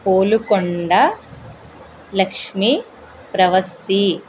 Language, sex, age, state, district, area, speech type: Telugu, female, 45-60, Andhra Pradesh, East Godavari, rural, spontaneous